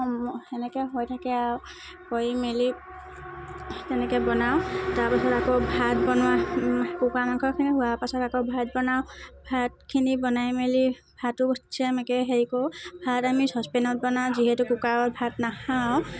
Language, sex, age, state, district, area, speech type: Assamese, female, 18-30, Assam, Tinsukia, rural, spontaneous